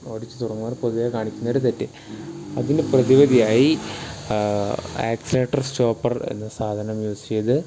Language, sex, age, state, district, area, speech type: Malayalam, male, 18-30, Kerala, Wayanad, rural, spontaneous